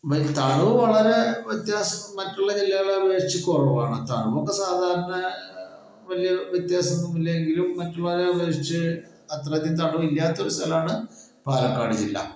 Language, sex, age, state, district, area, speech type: Malayalam, male, 60+, Kerala, Palakkad, rural, spontaneous